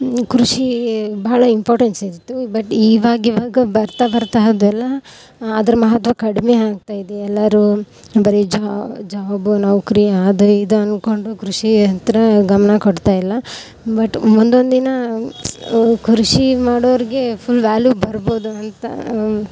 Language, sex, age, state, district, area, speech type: Kannada, female, 18-30, Karnataka, Gadag, rural, spontaneous